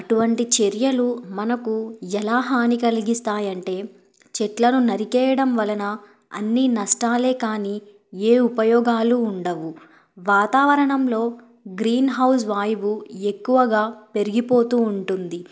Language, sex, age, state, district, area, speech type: Telugu, female, 18-30, Telangana, Bhadradri Kothagudem, rural, spontaneous